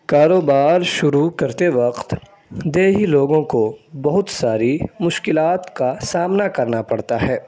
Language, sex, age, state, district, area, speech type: Urdu, male, 18-30, Bihar, Saharsa, urban, spontaneous